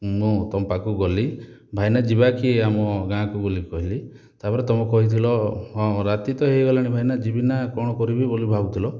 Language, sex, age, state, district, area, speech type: Odia, male, 30-45, Odisha, Kalahandi, rural, spontaneous